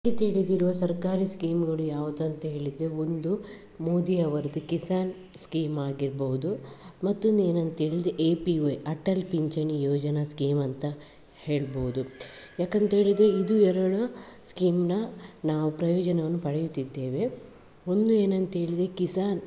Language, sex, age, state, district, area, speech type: Kannada, female, 18-30, Karnataka, Udupi, rural, spontaneous